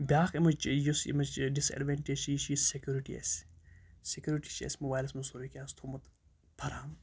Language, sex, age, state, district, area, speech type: Kashmiri, female, 18-30, Jammu and Kashmir, Kupwara, rural, spontaneous